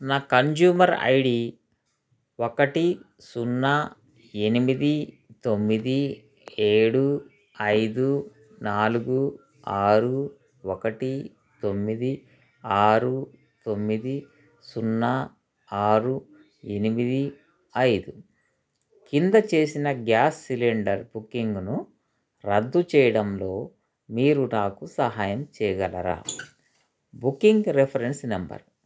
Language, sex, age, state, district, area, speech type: Telugu, male, 30-45, Andhra Pradesh, Krishna, urban, read